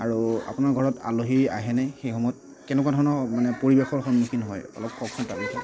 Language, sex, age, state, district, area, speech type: Assamese, female, 30-45, Assam, Kamrup Metropolitan, urban, spontaneous